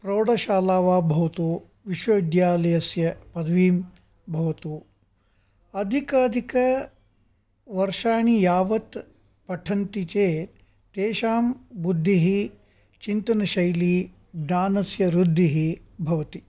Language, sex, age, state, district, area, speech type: Sanskrit, male, 60+, Karnataka, Mysore, urban, spontaneous